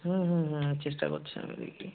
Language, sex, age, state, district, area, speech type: Bengali, male, 45-60, West Bengal, North 24 Parganas, rural, conversation